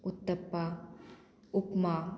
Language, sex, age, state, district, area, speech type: Goan Konkani, female, 18-30, Goa, Murmgao, urban, spontaneous